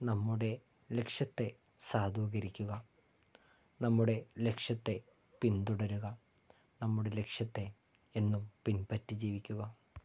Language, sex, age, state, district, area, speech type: Malayalam, male, 18-30, Kerala, Wayanad, rural, spontaneous